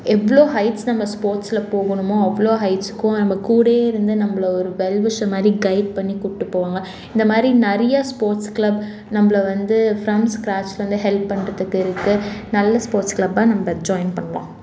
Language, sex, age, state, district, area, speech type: Tamil, female, 18-30, Tamil Nadu, Salem, urban, spontaneous